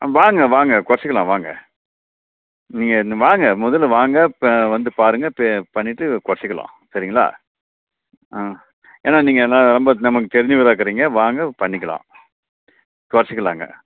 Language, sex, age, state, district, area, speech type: Tamil, male, 45-60, Tamil Nadu, Krishnagiri, rural, conversation